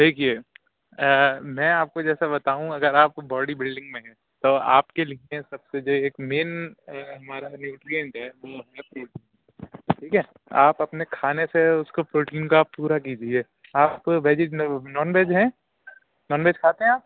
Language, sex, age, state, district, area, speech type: Urdu, male, 18-30, Uttar Pradesh, Rampur, urban, conversation